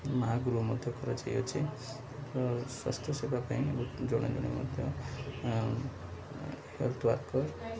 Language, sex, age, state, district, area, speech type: Odia, male, 45-60, Odisha, Koraput, urban, spontaneous